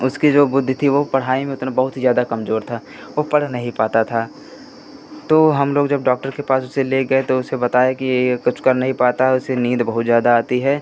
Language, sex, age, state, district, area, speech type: Hindi, male, 18-30, Uttar Pradesh, Pratapgarh, urban, spontaneous